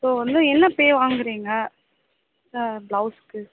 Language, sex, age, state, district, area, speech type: Tamil, female, 18-30, Tamil Nadu, Mayiladuthurai, rural, conversation